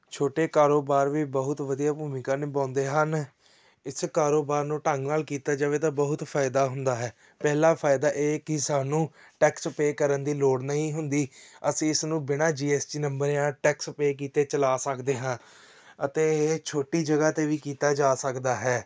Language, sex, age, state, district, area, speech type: Punjabi, male, 18-30, Punjab, Tarn Taran, urban, spontaneous